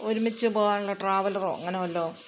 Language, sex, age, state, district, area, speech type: Malayalam, female, 45-60, Kerala, Kottayam, rural, spontaneous